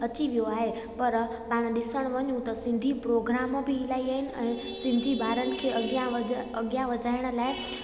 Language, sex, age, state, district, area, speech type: Sindhi, female, 18-30, Gujarat, Junagadh, rural, spontaneous